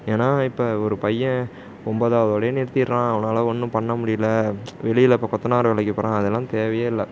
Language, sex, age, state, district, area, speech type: Tamil, male, 30-45, Tamil Nadu, Tiruvarur, rural, spontaneous